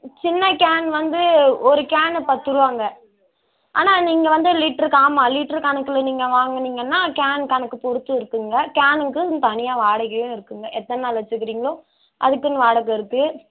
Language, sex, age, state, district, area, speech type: Tamil, female, 18-30, Tamil Nadu, Ranipet, rural, conversation